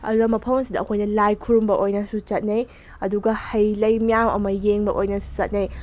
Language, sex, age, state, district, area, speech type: Manipuri, female, 18-30, Manipur, Kakching, rural, spontaneous